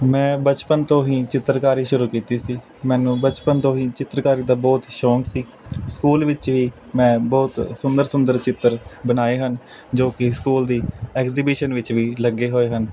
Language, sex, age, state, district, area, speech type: Punjabi, male, 18-30, Punjab, Fazilka, rural, spontaneous